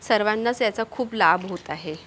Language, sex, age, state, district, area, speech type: Marathi, female, 30-45, Maharashtra, Yavatmal, urban, spontaneous